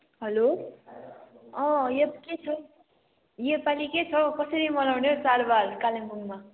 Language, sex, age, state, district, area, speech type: Nepali, female, 18-30, West Bengal, Kalimpong, rural, conversation